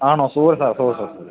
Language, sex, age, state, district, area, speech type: Malayalam, male, 18-30, Kerala, Idukki, rural, conversation